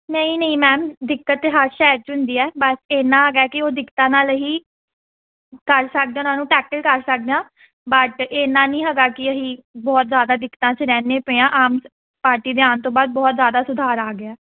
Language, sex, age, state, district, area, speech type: Punjabi, female, 18-30, Punjab, Amritsar, urban, conversation